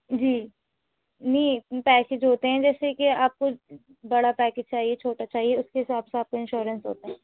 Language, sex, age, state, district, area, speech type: Urdu, female, 18-30, Delhi, North West Delhi, urban, conversation